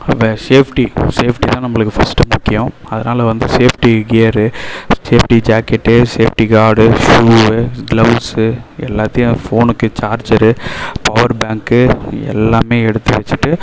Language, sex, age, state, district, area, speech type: Tamil, male, 30-45, Tamil Nadu, Viluppuram, rural, spontaneous